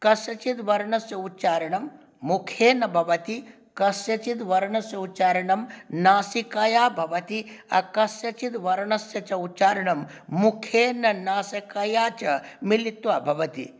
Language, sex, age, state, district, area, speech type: Sanskrit, male, 45-60, Bihar, Darbhanga, urban, spontaneous